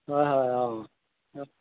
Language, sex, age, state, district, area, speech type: Assamese, male, 30-45, Assam, Golaghat, urban, conversation